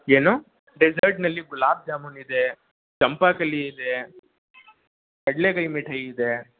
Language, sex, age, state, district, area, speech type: Kannada, male, 18-30, Karnataka, Mysore, urban, conversation